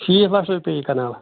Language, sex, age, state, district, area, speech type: Kashmiri, male, 45-60, Jammu and Kashmir, Ganderbal, rural, conversation